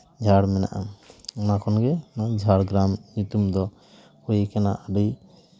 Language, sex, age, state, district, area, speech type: Santali, male, 30-45, West Bengal, Jhargram, rural, spontaneous